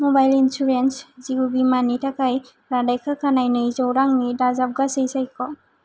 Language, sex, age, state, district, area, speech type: Bodo, female, 18-30, Assam, Kokrajhar, rural, read